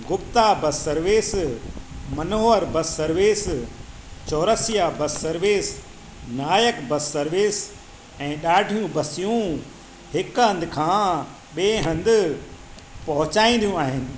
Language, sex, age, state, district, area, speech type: Sindhi, male, 45-60, Madhya Pradesh, Katni, urban, spontaneous